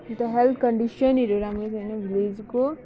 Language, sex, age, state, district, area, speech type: Nepali, female, 30-45, West Bengal, Alipurduar, urban, spontaneous